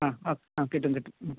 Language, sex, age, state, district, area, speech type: Malayalam, female, 60+, Kerala, Kasaragod, urban, conversation